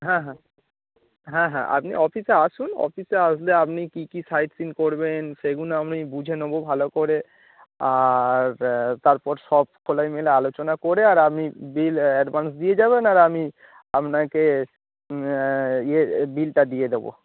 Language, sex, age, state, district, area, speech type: Bengali, male, 30-45, West Bengal, Howrah, urban, conversation